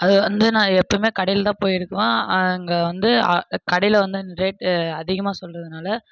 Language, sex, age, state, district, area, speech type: Tamil, male, 18-30, Tamil Nadu, Krishnagiri, rural, spontaneous